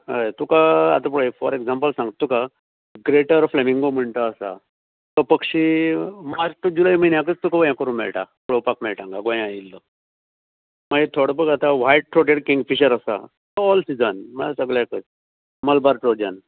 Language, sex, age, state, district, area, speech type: Goan Konkani, male, 60+, Goa, Canacona, rural, conversation